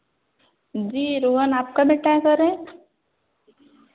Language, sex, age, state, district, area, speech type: Hindi, female, 18-30, Uttar Pradesh, Varanasi, urban, conversation